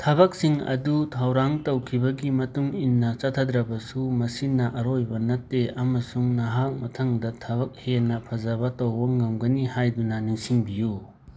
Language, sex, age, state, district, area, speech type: Manipuri, male, 18-30, Manipur, Imphal West, rural, read